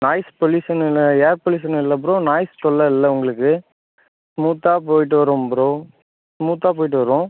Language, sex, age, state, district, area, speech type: Tamil, male, 30-45, Tamil Nadu, Ariyalur, rural, conversation